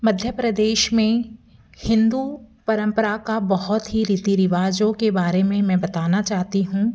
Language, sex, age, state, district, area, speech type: Hindi, female, 30-45, Madhya Pradesh, Jabalpur, urban, spontaneous